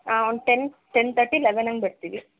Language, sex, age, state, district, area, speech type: Kannada, female, 18-30, Karnataka, Chitradurga, rural, conversation